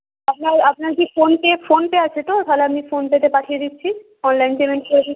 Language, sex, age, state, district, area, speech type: Bengali, female, 18-30, West Bengal, Hooghly, urban, conversation